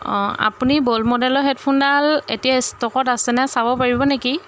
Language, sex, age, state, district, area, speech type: Assamese, female, 45-60, Assam, Jorhat, urban, spontaneous